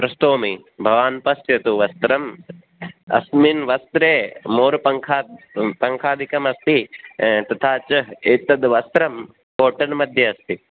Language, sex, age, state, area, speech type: Sanskrit, male, 18-30, Rajasthan, urban, conversation